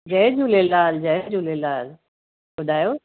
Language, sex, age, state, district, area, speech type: Sindhi, female, 60+, Gujarat, Surat, urban, conversation